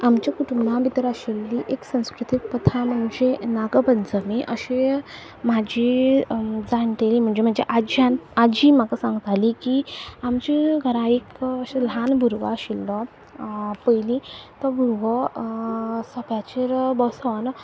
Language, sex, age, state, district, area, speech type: Goan Konkani, female, 18-30, Goa, Quepem, rural, spontaneous